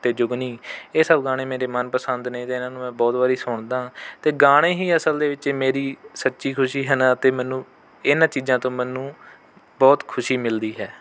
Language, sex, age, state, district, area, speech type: Punjabi, male, 18-30, Punjab, Rupnagar, urban, spontaneous